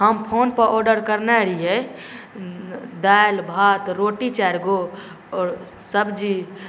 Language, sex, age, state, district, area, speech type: Maithili, male, 18-30, Bihar, Saharsa, rural, spontaneous